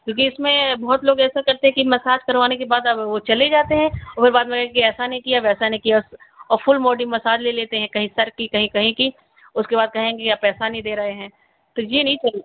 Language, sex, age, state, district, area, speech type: Hindi, female, 60+, Uttar Pradesh, Sitapur, rural, conversation